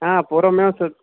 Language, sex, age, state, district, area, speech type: Sanskrit, male, 30-45, Karnataka, Bangalore Urban, urban, conversation